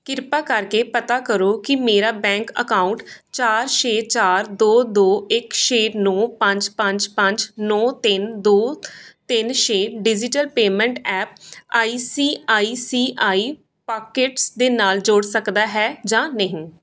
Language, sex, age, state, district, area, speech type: Punjabi, female, 18-30, Punjab, Gurdaspur, rural, read